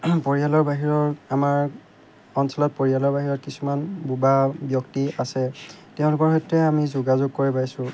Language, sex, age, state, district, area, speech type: Assamese, male, 30-45, Assam, Golaghat, rural, spontaneous